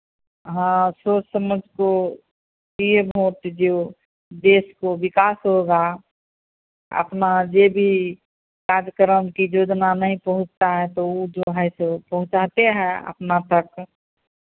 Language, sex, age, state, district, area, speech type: Hindi, female, 60+, Bihar, Madhepura, rural, conversation